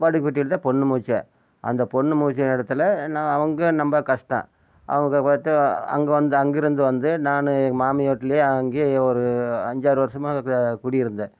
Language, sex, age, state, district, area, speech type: Tamil, male, 60+, Tamil Nadu, Namakkal, rural, spontaneous